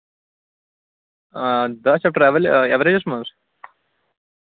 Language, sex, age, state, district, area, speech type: Kashmiri, male, 18-30, Jammu and Kashmir, Shopian, rural, conversation